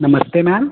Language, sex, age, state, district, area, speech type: Hindi, male, 18-30, Uttar Pradesh, Ghazipur, rural, conversation